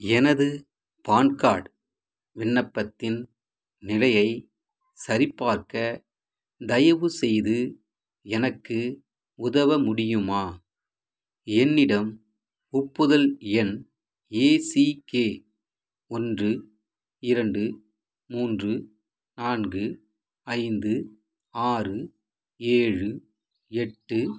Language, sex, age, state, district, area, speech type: Tamil, male, 45-60, Tamil Nadu, Madurai, rural, read